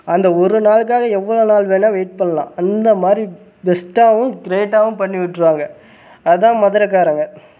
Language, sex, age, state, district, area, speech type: Tamil, male, 18-30, Tamil Nadu, Sivaganga, rural, spontaneous